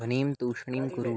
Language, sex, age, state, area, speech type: Sanskrit, male, 18-30, Chhattisgarh, urban, read